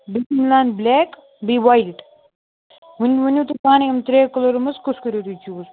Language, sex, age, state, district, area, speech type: Kashmiri, male, 18-30, Jammu and Kashmir, Kupwara, rural, conversation